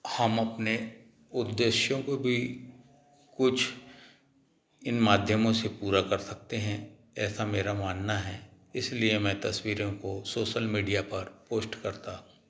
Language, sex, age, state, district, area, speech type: Hindi, male, 60+, Madhya Pradesh, Balaghat, rural, spontaneous